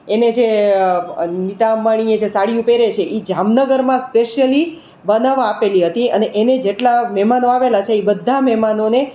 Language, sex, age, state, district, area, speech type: Gujarati, female, 30-45, Gujarat, Rajkot, urban, spontaneous